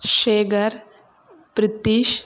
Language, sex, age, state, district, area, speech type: Tamil, female, 30-45, Tamil Nadu, Mayiladuthurai, rural, spontaneous